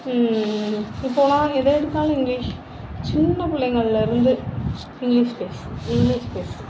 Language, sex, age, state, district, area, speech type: Tamil, female, 18-30, Tamil Nadu, Nagapattinam, rural, spontaneous